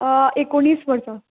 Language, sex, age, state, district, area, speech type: Goan Konkani, female, 18-30, Goa, Ponda, rural, conversation